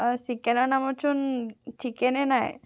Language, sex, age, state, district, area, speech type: Assamese, female, 18-30, Assam, Sivasagar, urban, spontaneous